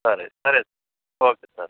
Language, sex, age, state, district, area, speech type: Telugu, male, 30-45, Telangana, Khammam, urban, conversation